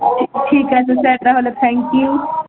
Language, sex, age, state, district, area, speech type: Bengali, female, 18-30, West Bengal, Malda, urban, conversation